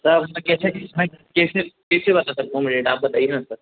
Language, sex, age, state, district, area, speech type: Hindi, male, 18-30, Madhya Pradesh, Betul, urban, conversation